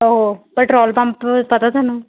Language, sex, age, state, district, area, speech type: Punjabi, female, 18-30, Punjab, Shaheed Bhagat Singh Nagar, rural, conversation